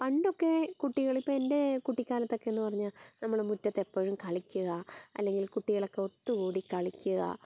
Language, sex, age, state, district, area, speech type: Malayalam, female, 30-45, Kerala, Kottayam, rural, spontaneous